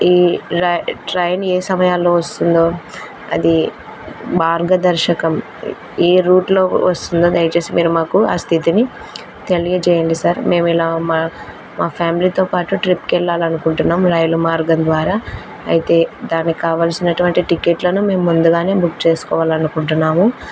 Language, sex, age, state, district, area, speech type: Telugu, female, 18-30, Andhra Pradesh, Kurnool, rural, spontaneous